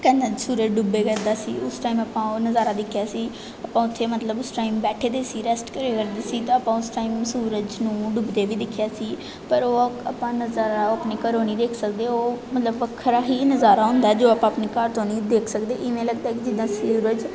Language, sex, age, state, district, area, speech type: Punjabi, female, 18-30, Punjab, Pathankot, urban, spontaneous